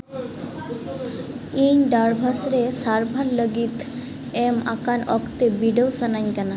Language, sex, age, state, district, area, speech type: Santali, female, 18-30, West Bengal, Malda, rural, read